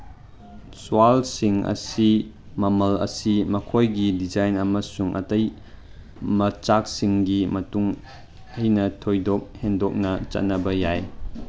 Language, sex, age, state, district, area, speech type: Manipuri, male, 18-30, Manipur, Chandel, rural, read